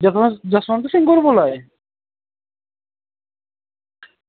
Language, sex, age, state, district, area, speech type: Dogri, male, 30-45, Jammu and Kashmir, Samba, rural, conversation